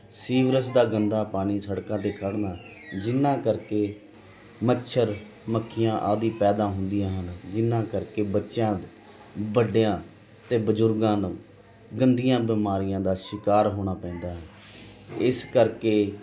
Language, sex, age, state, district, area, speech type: Punjabi, male, 18-30, Punjab, Muktsar, rural, spontaneous